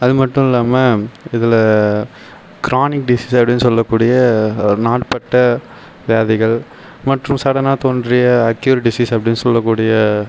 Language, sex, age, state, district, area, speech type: Tamil, male, 30-45, Tamil Nadu, Viluppuram, rural, spontaneous